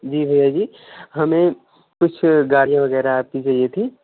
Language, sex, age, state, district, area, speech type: Hindi, male, 18-30, Uttar Pradesh, Mau, rural, conversation